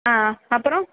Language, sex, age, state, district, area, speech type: Tamil, female, 18-30, Tamil Nadu, Tiruvarur, rural, conversation